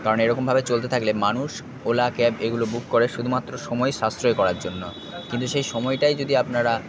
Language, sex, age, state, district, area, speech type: Bengali, male, 45-60, West Bengal, Purba Bardhaman, urban, spontaneous